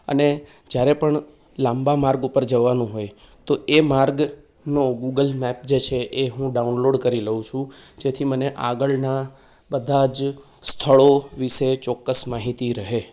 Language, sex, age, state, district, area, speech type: Gujarati, male, 30-45, Gujarat, Kheda, urban, spontaneous